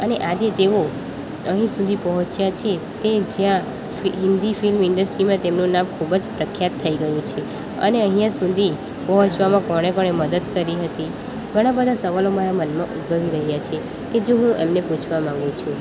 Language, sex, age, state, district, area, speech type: Gujarati, female, 18-30, Gujarat, Valsad, rural, spontaneous